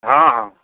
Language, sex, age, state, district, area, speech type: Maithili, male, 45-60, Bihar, Madhepura, rural, conversation